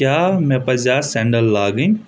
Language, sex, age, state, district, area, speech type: Kashmiri, male, 18-30, Jammu and Kashmir, Budgam, rural, read